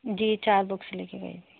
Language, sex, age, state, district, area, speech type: Urdu, female, 30-45, Delhi, North East Delhi, urban, conversation